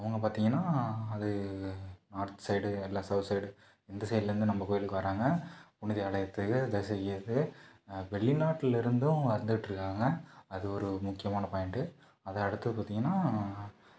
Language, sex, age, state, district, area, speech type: Tamil, male, 18-30, Tamil Nadu, Nagapattinam, rural, spontaneous